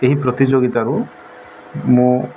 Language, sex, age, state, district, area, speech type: Odia, male, 45-60, Odisha, Nabarangpur, urban, spontaneous